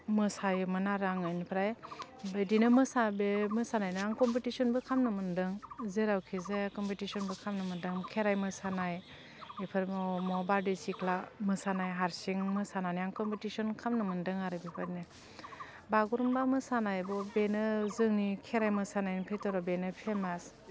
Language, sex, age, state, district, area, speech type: Bodo, female, 30-45, Assam, Udalguri, urban, spontaneous